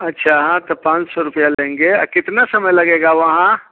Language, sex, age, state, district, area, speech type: Hindi, male, 60+, Bihar, Samastipur, urban, conversation